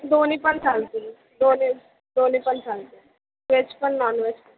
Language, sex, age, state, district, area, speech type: Marathi, female, 18-30, Maharashtra, Mumbai Suburban, urban, conversation